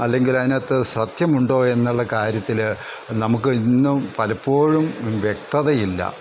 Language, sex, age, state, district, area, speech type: Malayalam, male, 60+, Kerala, Idukki, rural, spontaneous